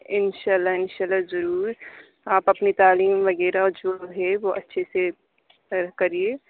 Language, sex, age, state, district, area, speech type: Urdu, female, 18-30, Uttar Pradesh, Aligarh, urban, conversation